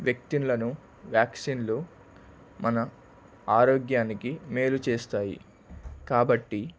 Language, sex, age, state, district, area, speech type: Telugu, male, 18-30, Andhra Pradesh, Palnadu, rural, spontaneous